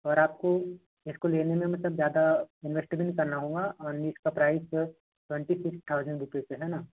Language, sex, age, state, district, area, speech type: Hindi, male, 30-45, Madhya Pradesh, Balaghat, rural, conversation